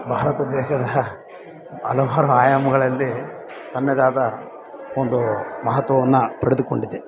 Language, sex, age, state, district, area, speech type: Kannada, male, 30-45, Karnataka, Bellary, rural, spontaneous